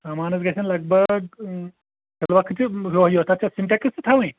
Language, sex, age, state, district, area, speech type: Kashmiri, male, 45-60, Jammu and Kashmir, Anantnag, rural, conversation